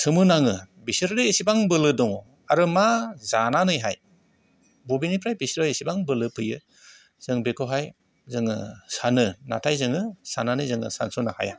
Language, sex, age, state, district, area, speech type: Bodo, male, 45-60, Assam, Chirang, rural, spontaneous